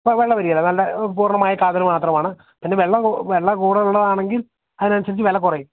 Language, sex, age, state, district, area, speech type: Malayalam, male, 30-45, Kerala, Idukki, rural, conversation